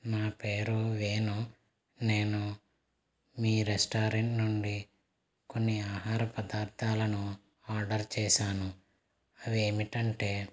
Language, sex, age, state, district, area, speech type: Telugu, male, 18-30, Andhra Pradesh, Konaseema, rural, spontaneous